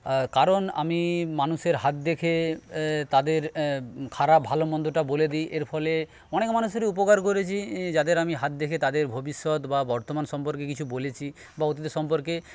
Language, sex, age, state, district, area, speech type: Bengali, male, 30-45, West Bengal, Paschim Medinipur, rural, spontaneous